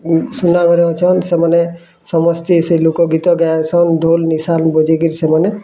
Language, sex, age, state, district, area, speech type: Odia, male, 30-45, Odisha, Bargarh, urban, spontaneous